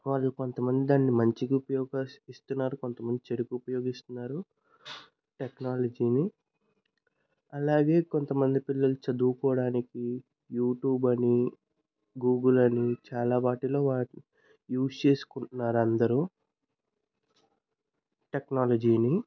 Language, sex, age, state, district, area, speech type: Telugu, male, 60+, Andhra Pradesh, N T Rama Rao, urban, spontaneous